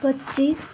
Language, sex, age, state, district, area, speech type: Nepali, female, 18-30, West Bengal, Darjeeling, rural, spontaneous